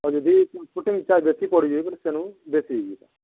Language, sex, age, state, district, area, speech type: Odia, male, 45-60, Odisha, Nuapada, urban, conversation